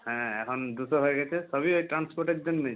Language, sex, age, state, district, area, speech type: Bengali, male, 18-30, West Bengal, Purba Medinipur, rural, conversation